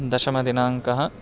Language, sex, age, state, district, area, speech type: Sanskrit, male, 18-30, Karnataka, Bangalore Rural, rural, spontaneous